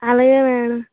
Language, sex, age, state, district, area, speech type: Telugu, female, 18-30, Andhra Pradesh, Vizianagaram, rural, conversation